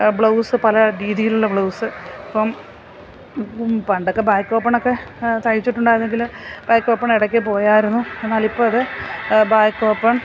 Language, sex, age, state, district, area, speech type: Malayalam, female, 60+, Kerala, Alappuzha, rural, spontaneous